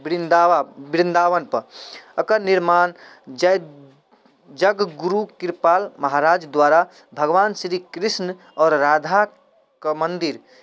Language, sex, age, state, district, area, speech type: Maithili, male, 18-30, Bihar, Darbhanga, urban, spontaneous